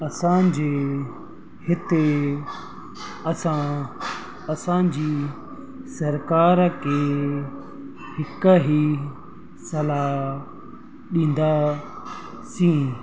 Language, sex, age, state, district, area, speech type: Sindhi, male, 30-45, Rajasthan, Ajmer, urban, spontaneous